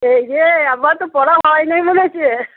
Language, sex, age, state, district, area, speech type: Bengali, female, 60+, West Bengal, Cooch Behar, rural, conversation